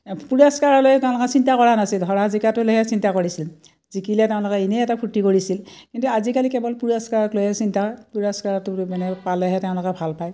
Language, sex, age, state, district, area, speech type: Assamese, female, 60+, Assam, Udalguri, rural, spontaneous